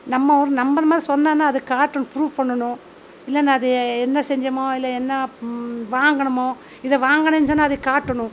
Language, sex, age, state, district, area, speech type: Tamil, female, 45-60, Tamil Nadu, Coimbatore, rural, spontaneous